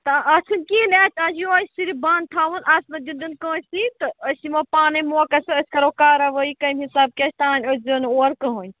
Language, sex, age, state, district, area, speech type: Kashmiri, female, 45-60, Jammu and Kashmir, Ganderbal, rural, conversation